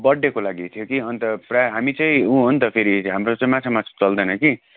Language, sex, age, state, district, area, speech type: Nepali, male, 30-45, West Bengal, Darjeeling, rural, conversation